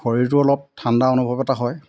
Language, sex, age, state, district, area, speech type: Assamese, male, 45-60, Assam, Golaghat, urban, spontaneous